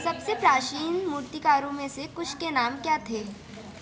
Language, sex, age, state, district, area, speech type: Hindi, female, 18-30, Madhya Pradesh, Chhindwara, urban, read